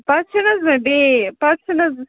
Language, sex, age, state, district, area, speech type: Kashmiri, female, 18-30, Jammu and Kashmir, Ganderbal, rural, conversation